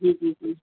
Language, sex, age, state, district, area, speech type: Urdu, female, 45-60, Uttar Pradesh, Rampur, urban, conversation